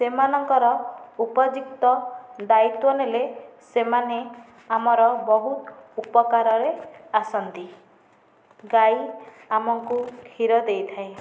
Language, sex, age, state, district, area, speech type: Odia, female, 18-30, Odisha, Nayagarh, rural, spontaneous